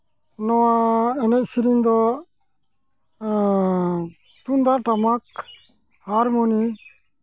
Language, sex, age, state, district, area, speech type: Santali, male, 45-60, West Bengal, Malda, rural, spontaneous